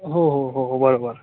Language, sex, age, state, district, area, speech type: Marathi, male, 18-30, Maharashtra, Yavatmal, rural, conversation